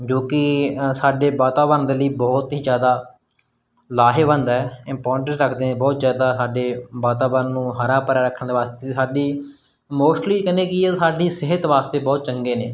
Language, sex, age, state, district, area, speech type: Punjabi, male, 18-30, Punjab, Mansa, rural, spontaneous